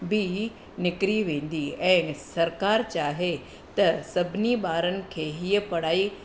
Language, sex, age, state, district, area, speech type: Sindhi, female, 30-45, Gujarat, Surat, urban, spontaneous